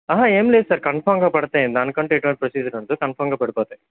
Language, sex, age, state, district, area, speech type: Telugu, male, 18-30, Andhra Pradesh, N T Rama Rao, urban, conversation